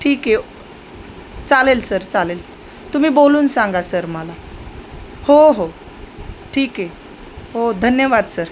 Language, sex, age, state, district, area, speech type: Marathi, female, 30-45, Maharashtra, Osmanabad, rural, spontaneous